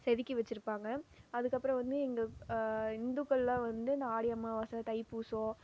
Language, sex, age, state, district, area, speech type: Tamil, female, 18-30, Tamil Nadu, Erode, rural, spontaneous